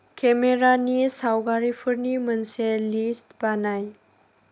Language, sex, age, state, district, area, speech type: Bodo, female, 18-30, Assam, Chirang, rural, read